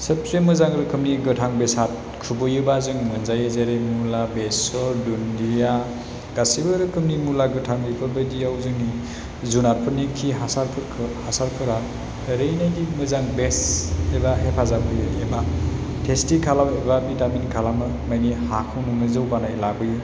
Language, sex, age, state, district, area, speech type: Bodo, male, 30-45, Assam, Chirang, rural, spontaneous